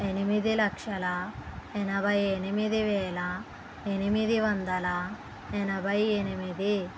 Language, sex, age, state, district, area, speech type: Telugu, female, 60+, Andhra Pradesh, East Godavari, rural, spontaneous